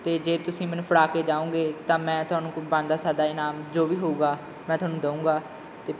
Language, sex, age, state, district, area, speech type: Punjabi, male, 18-30, Punjab, Bathinda, rural, spontaneous